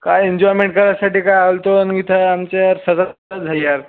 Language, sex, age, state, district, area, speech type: Marathi, male, 18-30, Maharashtra, Washim, urban, conversation